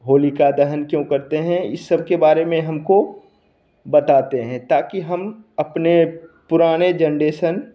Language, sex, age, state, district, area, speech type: Hindi, male, 30-45, Bihar, Begusarai, rural, spontaneous